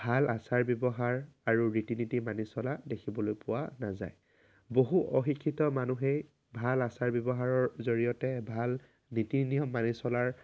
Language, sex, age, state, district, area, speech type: Assamese, male, 18-30, Assam, Dhemaji, rural, spontaneous